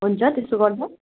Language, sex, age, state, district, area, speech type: Nepali, female, 18-30, West Bengal, Darjeeling, rural, conversation